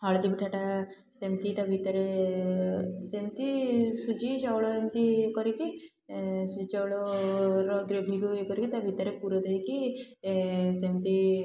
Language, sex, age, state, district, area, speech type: Odia, female, 18-30, Odisha, Puri, urban, spontaneous